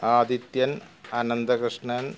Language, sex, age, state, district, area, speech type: Malayalam, male, 45-60, Kerala, Malappuram, rural, spontaneous